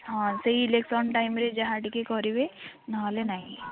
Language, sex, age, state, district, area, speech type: Odia, female, 18-30, Odisha, Jagatsinghpur, rural, conversation